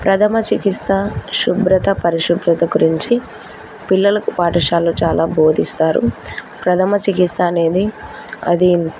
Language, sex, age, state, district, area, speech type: Telugu, female, 18-30, Andhra Pradesh, Kurnool, rural, spontaneous